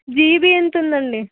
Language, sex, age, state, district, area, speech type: Telugu, female, 18-30, Telangana, Suryapet, urban, conversation